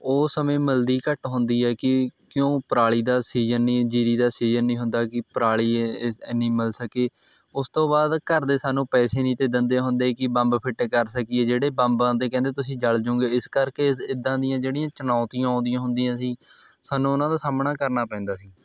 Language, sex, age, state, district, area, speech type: Punjabi, male, 18-30, Punjab, Mohali, rural, spontaneous